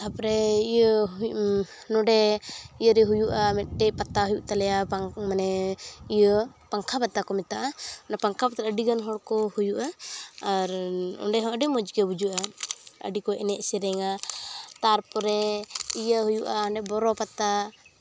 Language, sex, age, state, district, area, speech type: Santali, female, 18-30, West Bengal, Purulia, rural, spontaneous